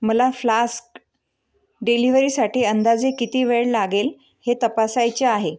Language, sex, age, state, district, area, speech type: Marathi, female, 30-45, Maharashtra, Amravati, urban, read